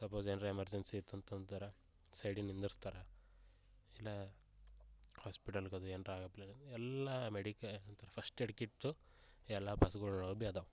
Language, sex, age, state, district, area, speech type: Kannada, male, 18-30, Karnataka, Gulbarga, rural, spontaneous